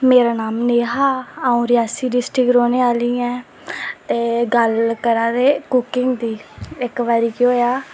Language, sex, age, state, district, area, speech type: Dogri, female, 18-30, Jammu and Kashmir, Reasi, rural, spontaneous